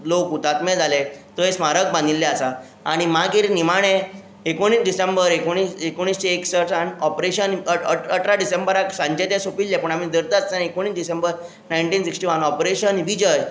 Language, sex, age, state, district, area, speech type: Goan Konkani, male, 18-30, Goa, Tiswadi, rural, spontaneous